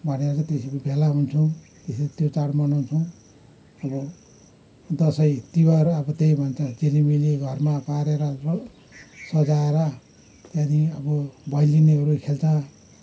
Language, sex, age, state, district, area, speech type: Nepali, male, 60+, West Bengal, Kalimpong, rural, spontaneous